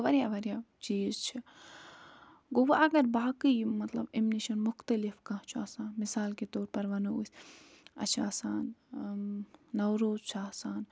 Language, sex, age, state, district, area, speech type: Kashmiri, female, 45-60, Jammu and Kashmir, Budgam, rural, spontaneous